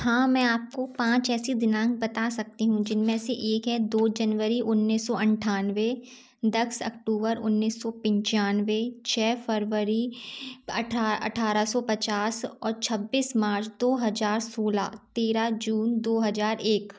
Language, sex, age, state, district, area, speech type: Hindi, female, 30-45, Madhya Pradesh, Gwalior, rural, spontaneous